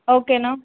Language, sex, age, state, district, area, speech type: Telugu, female, 18-30, Telangana, Warangal, rural, conversation